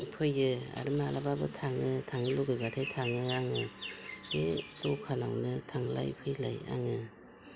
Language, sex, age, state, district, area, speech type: Bodo, female, 60+, Assam, Udalguri, rural, spontaneous